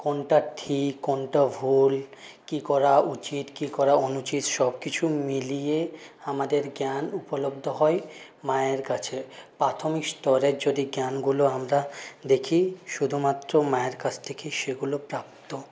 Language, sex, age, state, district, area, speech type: Bengali, male, 30-45, West Bengal, Purulia, urban, spontaneous